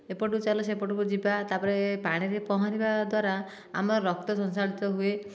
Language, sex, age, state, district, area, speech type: Odia, female, 45-60, Odisha, Dhenkanal, rural, spontaneous